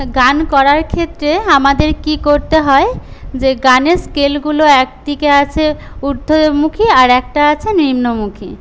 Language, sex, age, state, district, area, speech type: Bengali, female, 18-30, West Bengal, Paschim Medinipur, rural, spontaneous